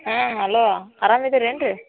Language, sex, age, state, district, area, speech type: Kannada, female, 18-30, Karnataka, Dharwad, urban, conversation